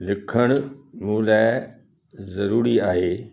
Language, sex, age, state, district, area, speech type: Sindhi, male, 60+, Gujarat, Kutch, urban, spontaneous